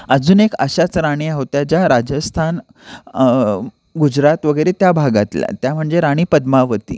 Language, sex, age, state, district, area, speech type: Marathi, male, 30-45, Maharashtra, Kolhapur, urban, spontaneous